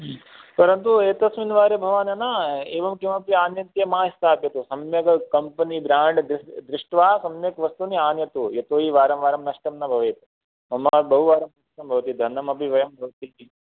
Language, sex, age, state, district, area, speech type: Sanskrit, male, 18-30, Rajasthan, Jodhpur, rural, conversation